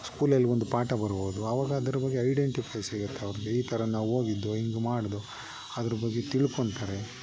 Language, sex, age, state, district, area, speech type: Kannada, male, 30-45, Karnataka, Bangalore Urban, urban, spontaneous